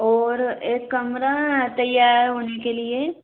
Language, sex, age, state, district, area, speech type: Hindi, female, 18-30, Madhya Pradesh, Bhopal, urban, conversation